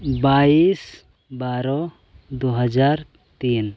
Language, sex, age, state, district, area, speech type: Santali, male, 18-30, Jharkhand, Pakur, rural, spontaneous